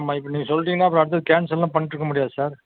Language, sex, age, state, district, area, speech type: Tamil, male, 60+, Tamil Nadu, Nilgiris, rural, conversation